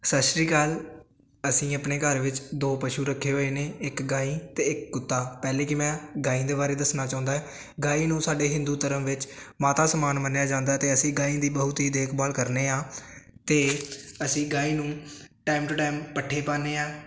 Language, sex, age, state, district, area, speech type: Punjabi, male, 18-30, Punjab, Hoshiarpur, rural, spontaneous